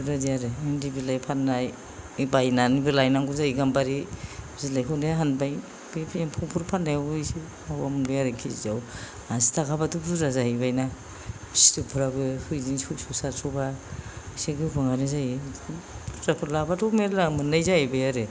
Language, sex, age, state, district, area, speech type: Bodo, female, 60+, Assam, Kokrajhar, rural, spontaneous